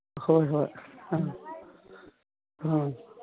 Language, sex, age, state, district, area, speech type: Manipuri, female, 60+, Manipur, Imphal East, rural, conversation